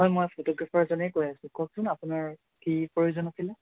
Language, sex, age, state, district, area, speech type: Assamese, male, 18-30, Assam, Kamrup Metropolitan, rural, conversation